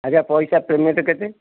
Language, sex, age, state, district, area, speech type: Odia, male, 45-60, Odisha, Kendujhar, urban, conversation